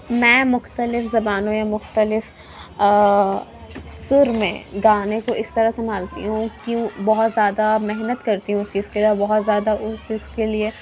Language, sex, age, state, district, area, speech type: Urdu, female, 60+, Uttar Pradesh, Gautam Buddha Nagar, rural, spontaneous